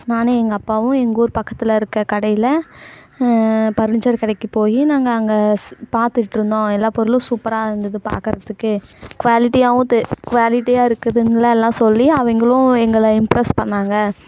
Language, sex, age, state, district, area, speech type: Tamil, female, 18-30, Tamil Nadu, Namakkal, rural, spontaneous